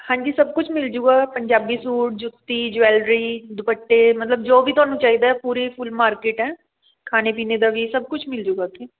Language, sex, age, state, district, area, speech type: Punjabi, female, 30-45, Punjab, Mohali, urban, conversation